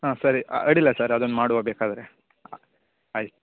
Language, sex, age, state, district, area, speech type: Kannada, male, 18-30, Karnataka, Uttara Kannada, rural, conversation